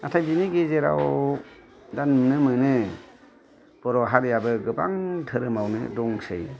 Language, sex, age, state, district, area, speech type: Bodo, male, 45-60, Assam, Kokrajhar, rural, spontaneous